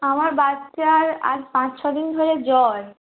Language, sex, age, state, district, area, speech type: Bengali, female, 30-45, West Bengal, Purba Medinipur, rural, conversation